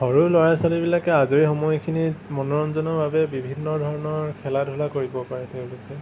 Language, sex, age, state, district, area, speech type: Assamese, male, 18-30, Assam, Kamrup Metropolitan, urban, spontaneous